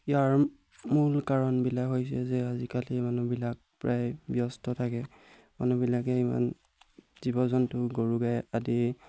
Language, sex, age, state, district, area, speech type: Assamese, male, 18-30, Assam, Golaghat, rural, spontaneous